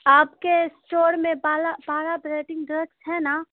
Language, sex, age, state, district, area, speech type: Urdu, female, 18-30, Bihar, Khagaria, rural, conversation